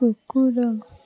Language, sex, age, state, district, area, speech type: Odia, female, 45-60, Odisha, Puri, urban, read